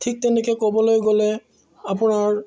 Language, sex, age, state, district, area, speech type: Assamese, male, 45-60, Assam, Udalguri, rural, spontaneous